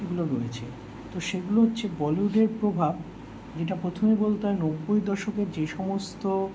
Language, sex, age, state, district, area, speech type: Bengali, male, 18-30, West Bengal, Kolkata, urban, spontaneous